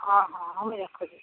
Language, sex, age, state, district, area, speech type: Odia, female, 45-60, Odisha, Sambalpur, rural, conversation